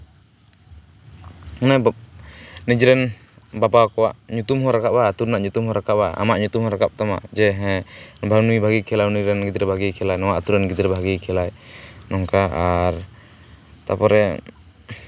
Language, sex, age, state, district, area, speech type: Santali, male, 18-30, West Bengal, Jhargram, rural, spontaneous